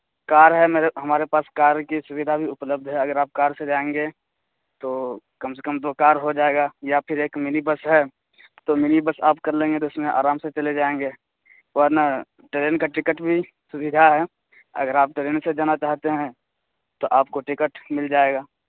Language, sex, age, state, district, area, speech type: Urdu, male, 18-30, Uttar Pradesh, Saharanpur, urban, conversation